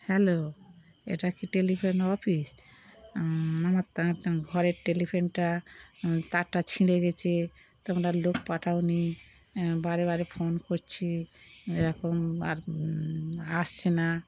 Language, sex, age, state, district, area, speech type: Bengali, female, 60+, West Bengal, Darjeeling, rural, spontaneous